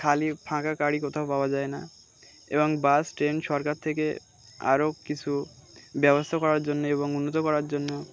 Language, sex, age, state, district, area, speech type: Bengali, male, 18-30, West Bengal, Birbhum, urban, spontaneous